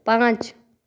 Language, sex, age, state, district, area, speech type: Hindi, female, 30-45, Madhya Pradesh, Katni, urban, read